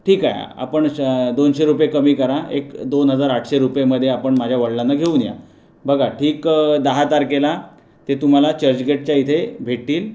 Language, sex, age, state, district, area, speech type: Marathi, male, 30-45, Maharashtra, Raigad, rural, spontaneous